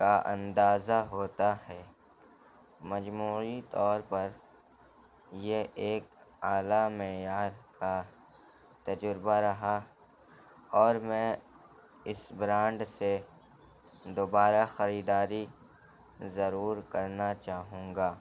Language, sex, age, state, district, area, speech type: Urdu, male, 18-30, Delhi, North East Delhi, rural, spontaneous